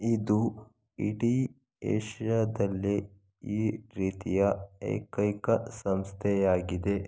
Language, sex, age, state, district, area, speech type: Kannada, male, 45-60, Karnataka, Chikkaballapur, rural, read